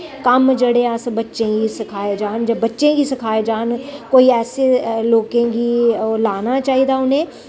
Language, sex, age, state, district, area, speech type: Dogri, female, 45-60, Jammu and Kashmir, Jammu, rural, spontaneous